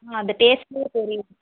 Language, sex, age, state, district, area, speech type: Tamil, female, 18-30, Tamil Nadu, Tiruppur, rural, conversation